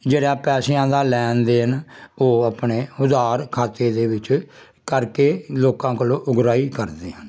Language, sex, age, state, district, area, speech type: Punjabi, male, 60+, Punjab, Jalandhar, rural, spontaneous